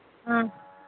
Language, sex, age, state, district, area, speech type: Manipuri, female, 45-60, Manipur, Imphal East, rural, conversation